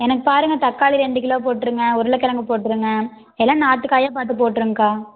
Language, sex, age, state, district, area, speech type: Tamil, female, 18-30, Tamil Nadu, Tiruppur, rural, conversation